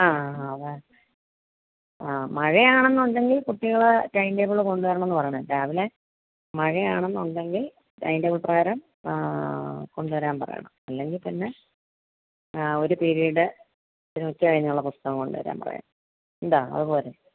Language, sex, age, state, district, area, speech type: Malayalam, female, 45-60, Kerala, Pathanamthitta, rural, conversation